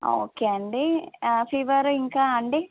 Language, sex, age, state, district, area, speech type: Telugu, female, 18-30, Telangana, Suryapet, urban, conversation